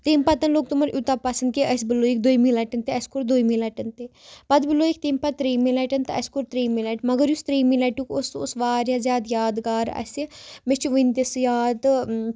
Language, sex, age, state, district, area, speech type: Kashmiri, female, 18-30, Jammu and Kashmir, Baramulla, rural, spontaneous